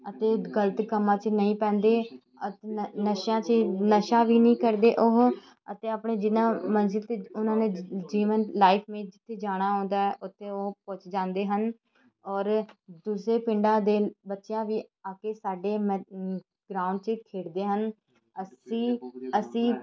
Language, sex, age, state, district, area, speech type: Punjabi, female, 18-30, Punjab, Shaheed Bhagat Singh Nagar, rural, spontaneous